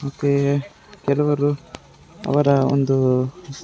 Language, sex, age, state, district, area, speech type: Kannada, male, 30-45, Karnataka, Dakshina Kannada, rural, spontaneous